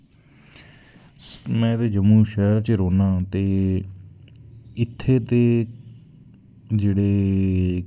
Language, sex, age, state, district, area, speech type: Dogri, male, 30-45, Jammu and Kashmir, Udhampur, rural, spontaneous